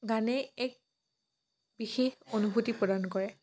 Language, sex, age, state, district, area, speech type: Assamese, female, 18-30, Assam, Dhemaji, rural, spontaneous